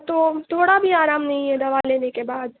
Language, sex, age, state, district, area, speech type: Urdu, female, 18-30, Uttar Pradesh, Mau, urban, conversation